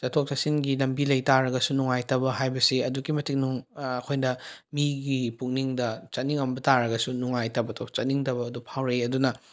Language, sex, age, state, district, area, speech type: Manipuri, male, 18-30, Manipur, Bishnupur, rural, spontaneous